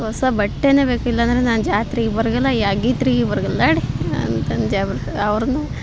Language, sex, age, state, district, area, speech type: Kannada, female, 18-30, Karnataka, Koppal, rural, spontaneous